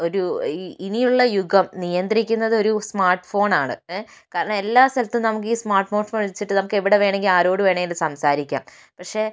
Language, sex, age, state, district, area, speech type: Malayalam, female, 30-45, Kerala, Kozhikode, urban, spontaneous